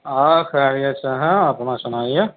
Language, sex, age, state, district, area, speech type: Urdu, male, 60+, Delhi, Central Delhi, rural, conversation